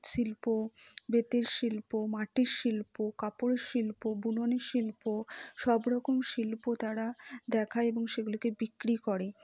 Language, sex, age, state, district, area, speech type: Bengali, female, 45-60, West Bengal, Purba Bardhaman, rural, spontaneous